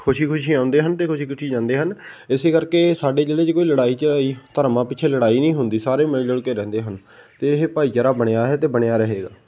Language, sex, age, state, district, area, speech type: Punjabi, male, 18-30, Punjab, Patiala, rural, spontaneous